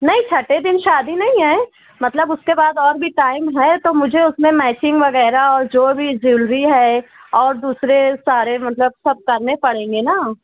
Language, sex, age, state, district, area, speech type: Urdu, male, 45-60, Maharashtra, Nashik, urban, conversation